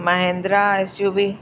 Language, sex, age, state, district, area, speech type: Sindhi, female, 60+, Uttar Pradesh, Lucknow, rural, spontaneous